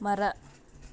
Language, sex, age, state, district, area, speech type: Kannada, female, 30-45, Karnataka, Bidar, urban, read